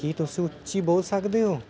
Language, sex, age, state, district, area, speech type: Punjabi, male, 18-30, Punjab, Ludhiana, urban, read